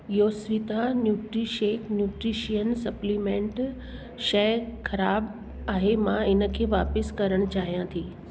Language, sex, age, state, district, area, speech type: Sindhi, female, 45-60, Delhi, South Delhi, urban, read